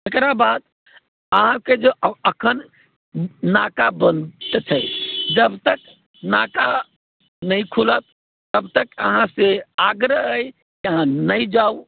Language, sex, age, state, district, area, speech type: Maithili, male, 60+, Bihar, Sitamarhi, rural, conversation